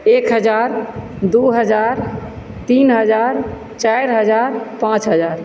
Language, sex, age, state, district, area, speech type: Maithili, female, 45-60, Bihar, Supaul, rural, spontaneous